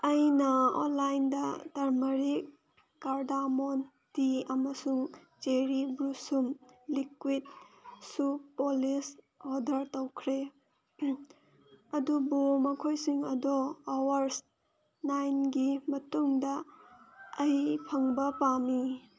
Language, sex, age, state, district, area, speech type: Manipuri, female, 30-45, Manipur, Senapati, rural, read